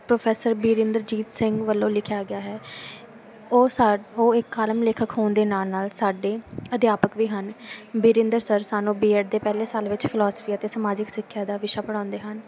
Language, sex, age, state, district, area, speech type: Punjabi, female, 18-30, Punjab, Muktsar, urban, spontaneous